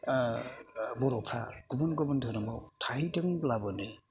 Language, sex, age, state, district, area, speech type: Bodo, male, 60+, Assam, Kokrajhar, urban, spontaneous